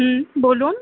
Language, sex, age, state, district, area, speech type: Bengali, female, 18-30, West Bengal, Kolkata, urban, conversation